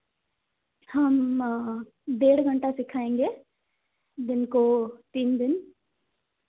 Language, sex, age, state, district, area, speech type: Hindi, female, 18-30, Madhya Pradesh, Seoni, urban, conversation